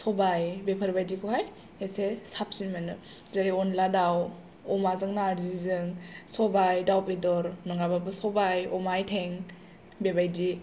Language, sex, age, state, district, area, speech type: Bodo, female, 18-30, Assam, Chirang, urban, spontaneous